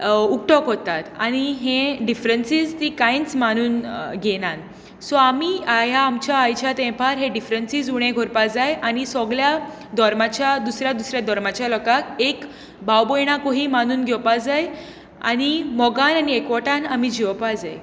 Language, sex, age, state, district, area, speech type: Goan Konkani, female, 18-30, Goa, Tiswadi, rural, spontaneous